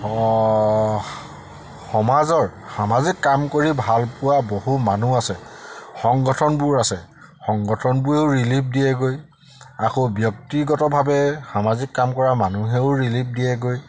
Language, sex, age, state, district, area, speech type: Assamese, male, 45-60, Assam, Charaideo, rural, spontaneous